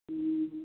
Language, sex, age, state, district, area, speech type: Hindi, female, 30-45, Uttar Pradesh, Prayagraj, rural, conversation